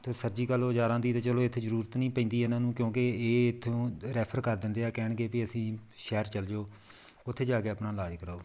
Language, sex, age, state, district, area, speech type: Punjabi, male, 30-45, Punjab, Tarn Taran, rural, spontaneous